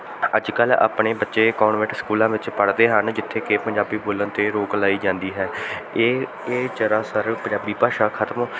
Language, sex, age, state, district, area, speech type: Punjabi, male, 18-30, Punjab, Bathinda, rural, spontaneous